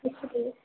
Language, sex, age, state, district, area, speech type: Urdu, female, 18-30, Uttar Pradesh, Ghaziabad, rural, conversation